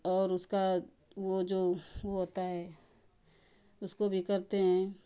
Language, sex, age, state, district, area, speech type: Hindi, female, 30-45, Uttar Pradesh, Ghazipur, rural, spontaneous